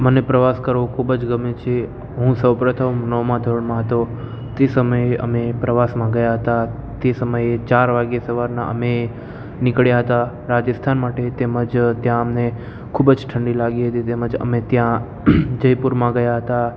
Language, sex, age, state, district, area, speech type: Gujarati, male, 18-30, Gujarat, Ahmedabad, urban, spontaneous